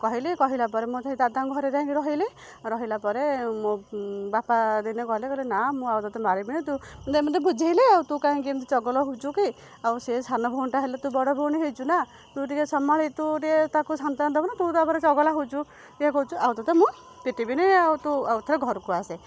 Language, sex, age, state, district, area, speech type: Odia, female, 45-60, Odisha, Kendujhar, urban, spontaneous